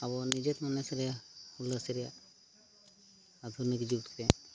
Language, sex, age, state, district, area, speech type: Santali, male, 30-45, Jharkhand, Seraikela Kharsawan, rural, spontaneous